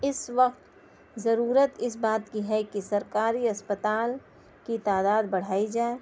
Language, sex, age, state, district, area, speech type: Urdu, female, 30-45, Delhi, South Delhi, urban, spontaneous